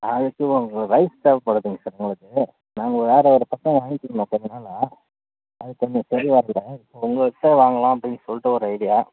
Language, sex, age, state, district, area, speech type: Tamil, male, 45-60, Tamil Nadu, Krishnagiri, rural, conversation